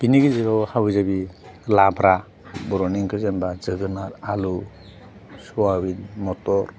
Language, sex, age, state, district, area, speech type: Bodo, male, 45-60, Assam, Chirang, urban, spontaneous